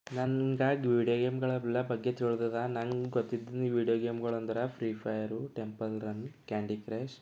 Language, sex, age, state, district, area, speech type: Kannada, male, 18-30, Karnataka, Bidar, urban, spontaneous